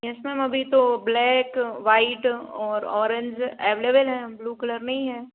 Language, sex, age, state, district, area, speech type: Hindi, female, 18-30, Madhya Pradesh, Narsinghpur, rural, conversation